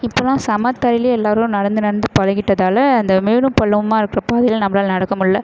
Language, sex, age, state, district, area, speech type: Tamil, female, 18-30, Tamil Nadu, Perambalur, urban, spontaneous